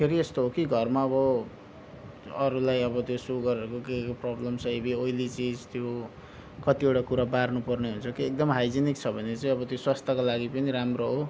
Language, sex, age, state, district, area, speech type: Nepali, male, 18-30, West Bengal, Darjeeling, rural, spontaneous